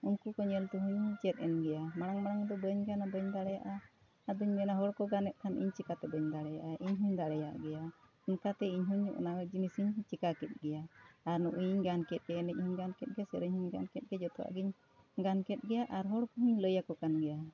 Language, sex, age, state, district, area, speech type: Santali, female, 45-60, Jharkhand, Bokaro, rural, spontaneous